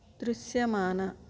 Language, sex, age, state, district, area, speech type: Telugu, female, 60+, Andhra Pradesh, West Godavari, rural, read